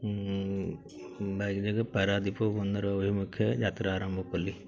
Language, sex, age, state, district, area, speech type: Odia, male, 45-60, Odisha, Mayurbhanj, rural, spontaneous